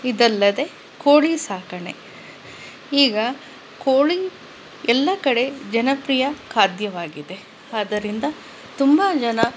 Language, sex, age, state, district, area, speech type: Kannada, female, 45-60, Karnataka, Kolar, urban, spontaneous